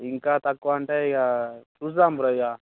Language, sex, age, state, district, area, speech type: Telugu, male, 18-30, Telangana, Mancherial, rural, conversation